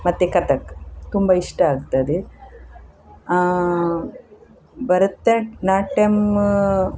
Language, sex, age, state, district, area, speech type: Kannada, female, 60+, Karnataka, Udupi, rural, spontaneous